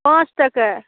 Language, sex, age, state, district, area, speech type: Maithili, female, 30-45, Bihar, Saharsa, rural, conversation